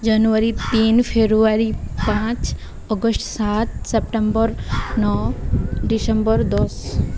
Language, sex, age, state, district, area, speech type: Odia, female, 18-30, Odisha, Subarnapur, urban, spontaneous